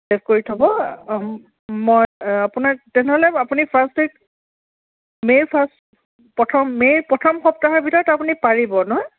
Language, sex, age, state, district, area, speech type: Assamese, female, 45-60, Assam, Tinsukia, urban, conversation